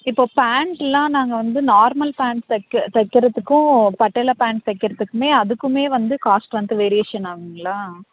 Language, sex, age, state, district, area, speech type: Tamil, female, 18-30, Tamil Nadu, Krishnagiri, rural, conversation